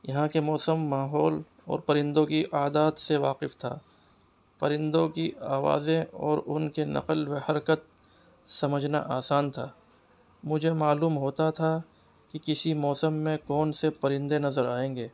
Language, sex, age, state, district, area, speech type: Urdu, male, 45-60, Uttar Pradesh, Muzaffarnagar, urban, spontaneous